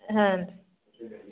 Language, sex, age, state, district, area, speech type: Kannada, female, 60+, Karnataka, Belgaum, urban, conversation